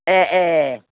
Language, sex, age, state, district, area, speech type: Bodo, female, 60+, Assam, Udalguri, urban, conversation